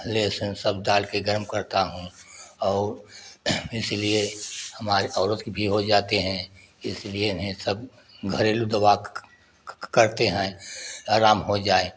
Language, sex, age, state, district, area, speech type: Hindi, male, 60+, Uttar Pradesh, Prayagraj, rural, spontaneous